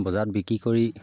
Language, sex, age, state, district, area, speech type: Assamese, male, 30-45, Assam, Sivasagar, rural, spontaneous